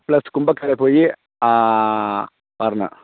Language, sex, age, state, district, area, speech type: Tamil, male, 30-45, Tamil Nadu, Theni, rural, conversation